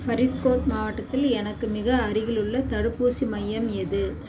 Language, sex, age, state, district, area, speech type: Tamil, female, 45-60, Tamil Nadu, Dharmapuri, urban, read